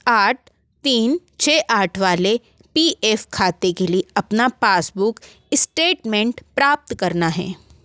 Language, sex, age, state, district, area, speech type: Hindi, female, 60+, Madhya Pradesh, Bhopal, urban, read